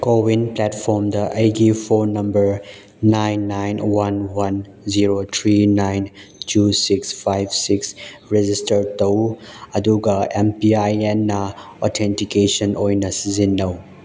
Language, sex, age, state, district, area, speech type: Manipuri, male, 18-30, Manipur, Chandel, rural, read